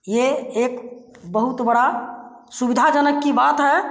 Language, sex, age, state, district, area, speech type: Hindi, female, 45-60, Bihar, Samastipur, rural, spontaneous